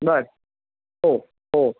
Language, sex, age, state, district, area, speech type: Marathi, female, 30-45, Maharashtra, Mumbai Suburban, urban, conversation